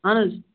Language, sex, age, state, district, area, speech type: Kashmiri, male, 18-30, Jammu and Kashmir, Bandipora, rural, conversation